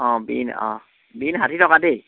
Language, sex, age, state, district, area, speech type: Assamese, male, 30-45, Assam, Charaideo, urban, conversation